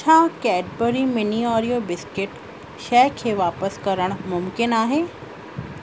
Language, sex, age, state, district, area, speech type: Sindhi, female, 30-45, Rajasthan, Ajmer, urban, read